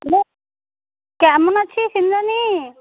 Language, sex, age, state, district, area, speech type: Bengali, female, 18-30, West Bengal, Alipurduar, rural, conversation